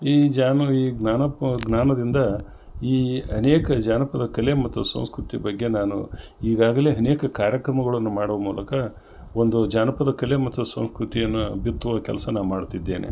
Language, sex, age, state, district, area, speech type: Kannada, male, 60+, Karnataka, Gulbarga, urban, spontaneous